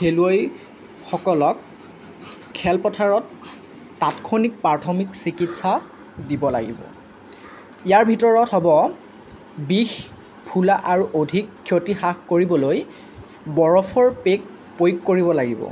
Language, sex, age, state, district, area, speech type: Assamese, male, 18-30, Assam, Lakhimpur, rural, spontaneous